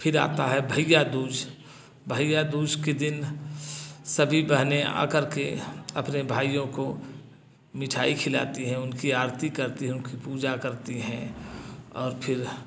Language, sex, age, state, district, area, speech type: Hindi, male, 60+, Uttar Pradesh, Bhadohi, urban, spontaneous